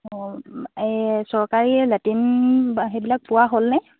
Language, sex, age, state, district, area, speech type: Assamese, female, 18-30, Assam, Sivasagar, rural, conversation